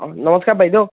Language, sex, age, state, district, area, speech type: Assamese, male, 18-30, Assam, Kamrup Metropolitan, urban, conversation